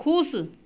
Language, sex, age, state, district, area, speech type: Hindi, female, 30-45, Uttar Pradesh, Ghazipur, rural, read